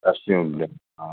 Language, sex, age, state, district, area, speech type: Assamese, male, 60+, Assam, Udalguri, urban, conversation